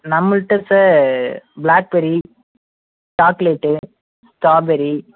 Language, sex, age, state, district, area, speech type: Tamil, male, 18-30, Tamil Nadu, Ariyalur, rural, conversation